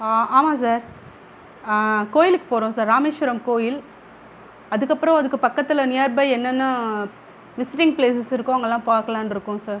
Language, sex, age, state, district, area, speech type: Tamil, female, 45-60, Tamil Nadu, Pudukkottai, rural, spontaneous